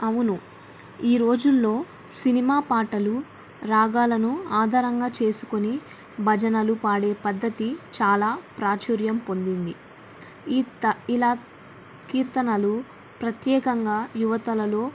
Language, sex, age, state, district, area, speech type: Telugu, female, 18-30, Andhra Pradesh, Nandyal, urban, spontaneous